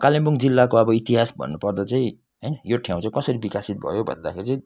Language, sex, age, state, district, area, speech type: Nepali, male, 30-45, West Bengal, Kalimpong, rural, spontaneous